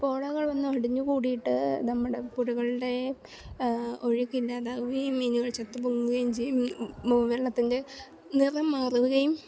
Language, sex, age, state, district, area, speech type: Malayalam, female, 18-30, Kerala, Alappuzha, rural, spontaneous